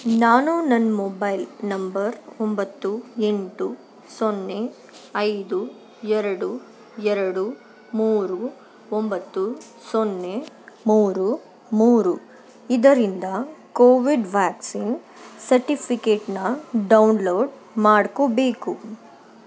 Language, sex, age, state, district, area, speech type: Kannada, female, 18-30, Karnataka, Bangalore Urban, urban, read